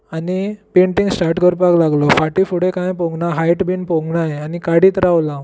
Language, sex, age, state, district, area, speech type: Goan Konkani, male, 18-30, Goa, Tiswadi, rural, spontaneous